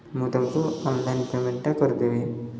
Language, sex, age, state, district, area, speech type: Odia, male, 30-45, Odisha, Koraput, urban, spontaneous